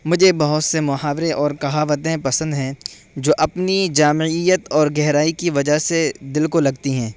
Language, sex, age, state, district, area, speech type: Urdu, male, 18-30, Uttar Pradesh, Saharanpur, urban, spontaneous